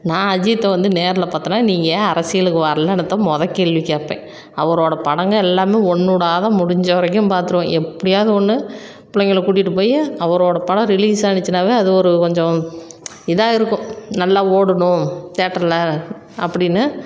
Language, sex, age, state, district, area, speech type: Tamil, female, 45-60, Tamil Nadu, Salem, rural, spontaneous